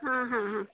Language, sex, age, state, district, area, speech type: Kannada, female, 30-45, Karnataka, Uttara Kannada, rural, conversation